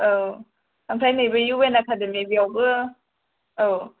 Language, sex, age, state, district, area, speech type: Bodo, female, 18-30, Assam, Chirang, urban, conversation